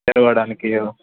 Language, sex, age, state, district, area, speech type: Telugu, male, 18-30, Telangana, Nalgonda, rural, conversation